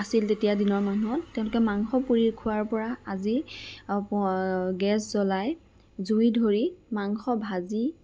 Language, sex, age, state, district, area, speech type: Assamese, female, 18-30, Assam, Lakhimpur, rural, spontaneous